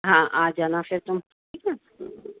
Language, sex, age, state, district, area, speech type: Urdu, female, 45-60, Uttar Pradesh, Rampur, urban, conversation